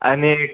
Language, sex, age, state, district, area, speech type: Marathi, male, 18-30, Maharashtra, Buldhana, urban, conversation